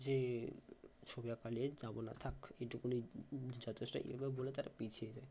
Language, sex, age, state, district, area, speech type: Bengali, male, 18-30, West Bengal, Bankura, urban, spontaneous